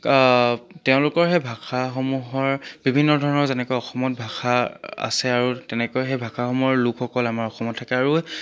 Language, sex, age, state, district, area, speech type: Assamese, male, 18-30, Assam, Charaideo, urban, spontaneous